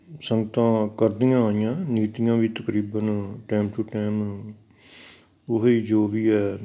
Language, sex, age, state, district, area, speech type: Punjabi, male, 60+, Punjab, Amritsar, urban, spontaneous